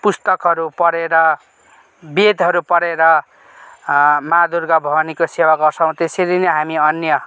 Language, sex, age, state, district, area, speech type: Nepali, male, 18-30, West Bengal, Kalimpong, rural, spontaneous